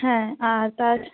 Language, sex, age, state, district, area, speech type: Bengali, female, 30-45, West Bengal, North 24 Parganas, rural, conversation